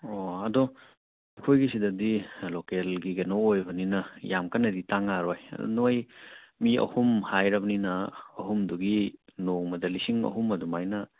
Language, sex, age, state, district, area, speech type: Manipuri, male, 30-45, Manipur, Churachandpur, rural, conversation